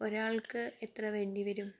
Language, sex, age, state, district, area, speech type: Malayalam, male, 45-60, Kerala, Kozhikode, urban, spontaneous